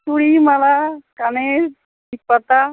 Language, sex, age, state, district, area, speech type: Bengali, female, 18-30, West Bengal, Uttar Dinajpur, urban, conversation